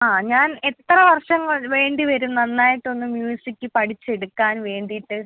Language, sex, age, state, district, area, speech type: Malayalam, female, 18-30, Kerala, Kollam, rural, conversation